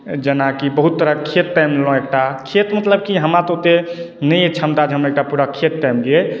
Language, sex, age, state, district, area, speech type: Maithili, male, 30-45, Bihar, Madhubani, urban, spontaneous